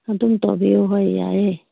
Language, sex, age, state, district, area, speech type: Manipuri, female, 18-30, Manipur, Kangpokpi, urban, conversation